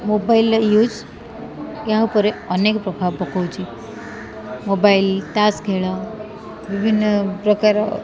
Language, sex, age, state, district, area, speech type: Odia, female, 30-45, Odisha, Koraput, urban, spontaneous